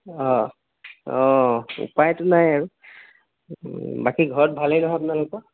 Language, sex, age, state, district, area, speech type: Assamese, male, 30-45, Assam, Golaghat, urban, conversation